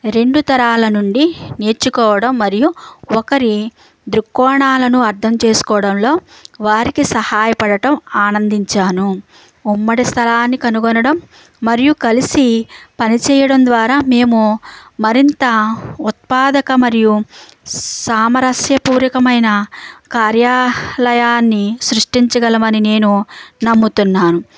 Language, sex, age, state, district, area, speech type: Telugu, male, 45-60, Andhra Pradesh, West Godavari, rural, spontaneous